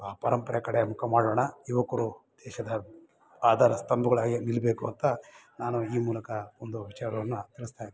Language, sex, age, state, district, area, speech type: Kannada, male, 30-45, Karnataka, Bellary, rural, spontaneous